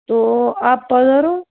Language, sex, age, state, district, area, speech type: Gujarati, female, 30-45, Gujarat, Rajkot, urban, conversation